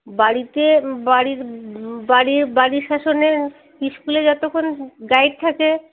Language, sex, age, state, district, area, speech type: Bengali, female, 30-45, West Bengal, Birbhum, urban, conversation